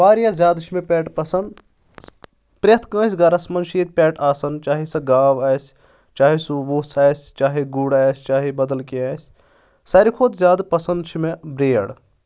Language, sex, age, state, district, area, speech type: Kashmiri, male, 18-30, Jammu and Kashmir, Anantnag, rural, spontaneous